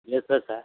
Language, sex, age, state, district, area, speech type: Kannada, male, 60+, Karnataka, Bidar, rural, conversation